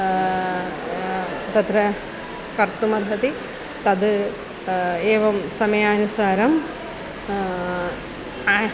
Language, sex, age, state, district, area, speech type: Sanskrit, female, 45-60, Kerala, Kollam, rural, spontaneous